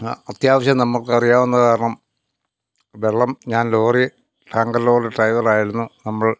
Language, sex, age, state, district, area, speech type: Malayalam, male, 60+, Kerala, Pathanamthitta, urban, spontaneous